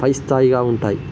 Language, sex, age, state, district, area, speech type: Telugu, male, 18-30, Telangana, Nirmal, rural, spontaneous